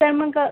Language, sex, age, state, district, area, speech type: Marathi, female, 18-30, Maharashtra, Aurangabad, rural, conversation